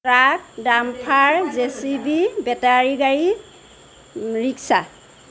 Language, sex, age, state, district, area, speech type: Assamese, female, 30-45, Assam, Golaghat, rural, spontaneous